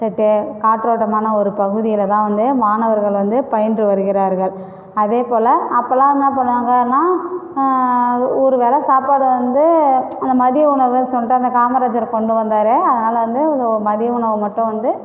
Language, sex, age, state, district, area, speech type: Tamil, female, 45-60, Tamil Nadu, Cuddalore, rural, spontaneous